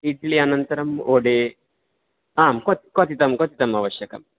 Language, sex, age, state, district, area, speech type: Sanskrit, male, 30-45, Karnataka, Dakshina Kannada, rural, conversation